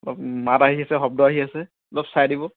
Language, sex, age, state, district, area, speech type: Assamese, male, 18-30, Assam, Dibrugarh, urban, conversation